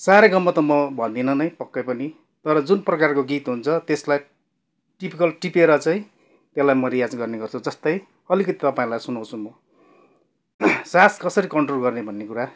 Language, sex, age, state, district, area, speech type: Nepali, male, 45-60, West Bengal, Darjeeling, rural, spontaneous